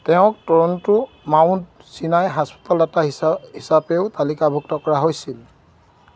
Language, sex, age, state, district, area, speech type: Assamese, male, 30-45, Assam, Golaghat, urban, read